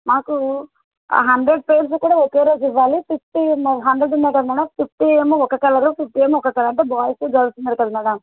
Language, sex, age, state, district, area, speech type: Telugu, female, 45-60, Andhra Pradesh, Eluru, rural, conversation